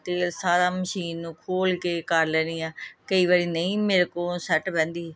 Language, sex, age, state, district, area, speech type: Punjabi, female, 45-60, Punjab, Gurdaspur, urban, spontaneous